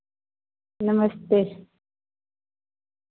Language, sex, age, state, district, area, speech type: Dogri, female, 30-45, Jammu and Kashmir, Reasi, rural, conversation